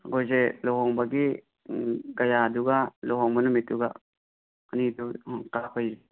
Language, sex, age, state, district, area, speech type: Manipuri, male, 18-30, Manipur, Imphal West, rural, conversation